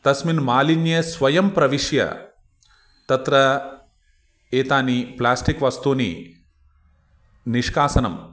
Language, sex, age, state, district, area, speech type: Sanskrit, male, 45-60, Telangana, Ranga Reddy, urban, spontaneous